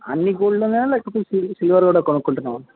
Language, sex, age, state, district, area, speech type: Telugu, male, 18-30, Telangana, Sangareddy, rural, conversation